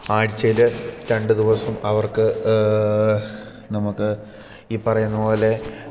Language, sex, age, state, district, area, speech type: Malayalam, male, 18-30, Kerala, Idukki, rural, spontaneous